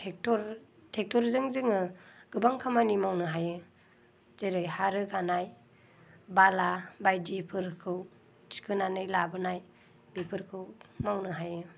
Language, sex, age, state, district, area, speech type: Bodo, female, 18-30, Assam, Kokrajhar, rural, spontaneous